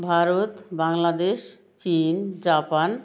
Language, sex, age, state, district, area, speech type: Bengali, female, 60+, West Bengal, South 24 Parganas, rural, spontaneous